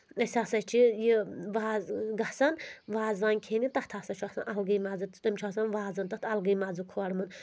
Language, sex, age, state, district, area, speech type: Kashmiri, female, 30-45, Jammu and Kashmir, Anantnag, rural, spontaneous